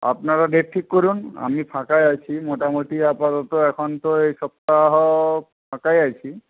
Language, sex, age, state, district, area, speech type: Bengali, male, 18-30, West Bengal, Jhargram, rural, conversation